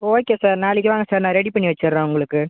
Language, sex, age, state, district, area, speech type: Tamil, male, 18-30, Tamil Nadu, Cuddalore, rural, conversation